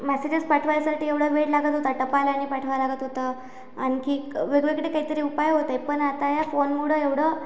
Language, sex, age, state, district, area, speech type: Marathi, female, 18-30, Maharashtra, Amravati, rural, spontaneous